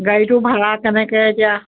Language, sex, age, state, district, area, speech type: Assamese, female, 60+, Assam, Dhemaji, rural, conversation